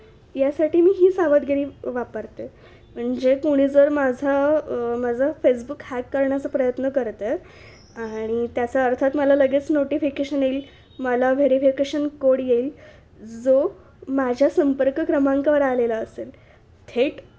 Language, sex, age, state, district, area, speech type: Marathi, female, 18-30, Maharashtra, Nashik, urban, spontaneous